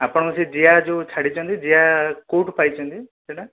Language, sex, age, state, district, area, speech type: Odia, male, 30-45, Odisha, Dhenkanal, rural, conversation